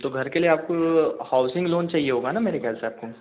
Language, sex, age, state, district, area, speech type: Hindi, male, 18-30, Madhya Pradesh, Indore, urban, conversation